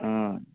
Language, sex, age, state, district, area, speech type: Tamil, male, 18-30, Tamil Nadu, Tiruchirappalli, rural, conversation